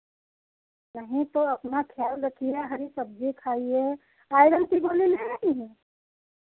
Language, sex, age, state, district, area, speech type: Hindi, female, 60+, Uttar Pradesh, Sitapur, rural, conversation